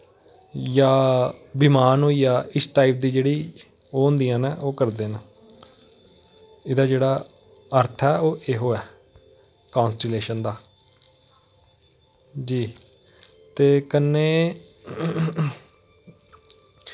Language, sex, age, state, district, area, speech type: Dogri, male, 18-30, Jammu and Kashmir, Kathua, rural, spontaneous